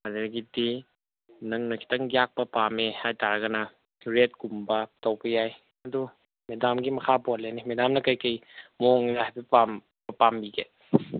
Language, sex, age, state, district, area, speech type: Manipuri, male, 18-30, Manipur, Senapati, rural, conversation